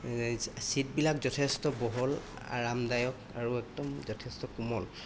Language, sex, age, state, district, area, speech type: Assamese, male, 30-45, Assam, Golaghat, urban, spontaneous